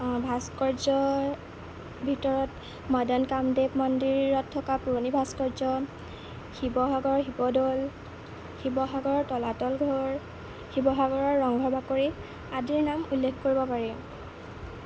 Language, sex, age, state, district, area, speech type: Assamese, female, 18-30, Assam, Jorhat, urban, spontaneous